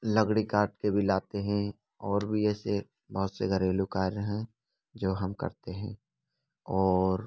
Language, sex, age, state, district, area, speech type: Hindi, male, 18-30, Rajasthan, Bharatpur, rural, spontaneous